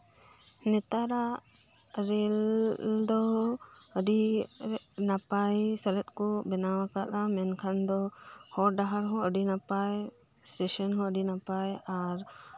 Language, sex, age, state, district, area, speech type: Santali, female, 30-45, West Bengal, Birbhum, rural, spontaneous